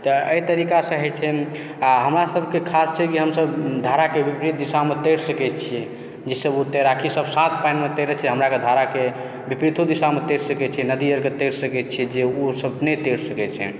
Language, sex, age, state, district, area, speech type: Maithili, male, 18-30, Bihar, Supaul, rural, spontaneous